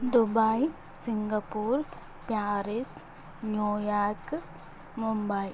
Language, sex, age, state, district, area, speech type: Telugu, female, 18-30, Andhra Pradesh, Visakhapatnam, urban, spontaneous